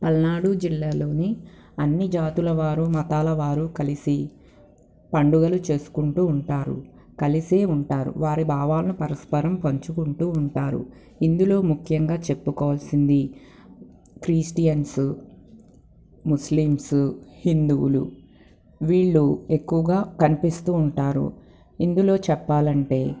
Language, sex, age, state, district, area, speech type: Telugu, female, 30-45, Andhra Pradesh, Palnadu, urban, spontaneous